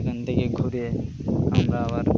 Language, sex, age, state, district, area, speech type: Bengali, male, 18-30, West Bengal, Birbhum, urban, spontaneous